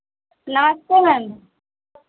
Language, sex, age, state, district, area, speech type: Hindi, female, 45-60, Uttar Pradesh, Pratapgarh, rural, conversation